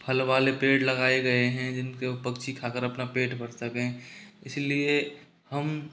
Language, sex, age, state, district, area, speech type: Hindi, male, 45-60, Rajasthan, Karauli, rural, spontaneous